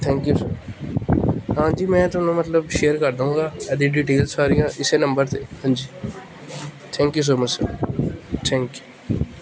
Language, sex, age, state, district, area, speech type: Punjabi, male, 18-30, Punjab, Pathankot, rural, spontaneous